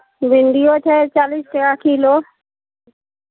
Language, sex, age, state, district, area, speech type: Maithili, female, 45-60, Bihar, Araria, rural, conversation